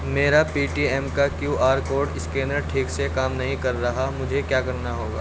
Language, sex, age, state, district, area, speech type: Urdu, male, 18-30, Delhi, Central Delhi, urban, read